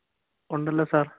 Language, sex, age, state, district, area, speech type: Malayalam, male, 45-60, Kerala, Wayanad, rural, conversation